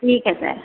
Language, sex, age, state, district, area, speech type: Hindi, female, 45-60, Uttar Pradesh, Azamgarh, rural, conversation